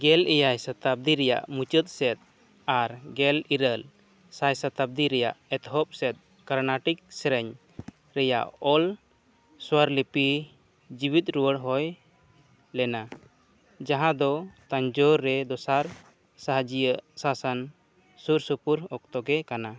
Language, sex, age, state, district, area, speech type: Santali, male, 30-45, Jharkhand, East Singhbhum, rural, read